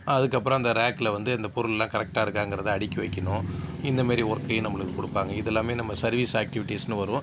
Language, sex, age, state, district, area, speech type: Tamil, male, 60+, Tamil Nadu, Sivaganga, urban, spontaneous